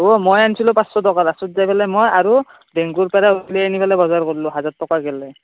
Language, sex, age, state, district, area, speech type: Assamese, male, 30-45, Assam, Darrang, rural, conversation